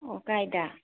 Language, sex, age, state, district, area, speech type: Manipuri, female, 45-60, Manipur, Tengnoupal, rural, conversation